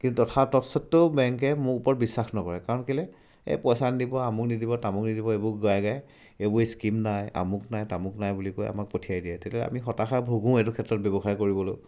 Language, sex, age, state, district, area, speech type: Assamese, male, 30-45, Assam, Charaideo, urban, spontaneous